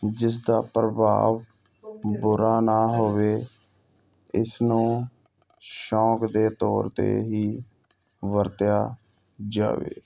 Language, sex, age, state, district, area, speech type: Punjabi, male, 30-45, Punjab, Hoshiarpur, urban, spontaneous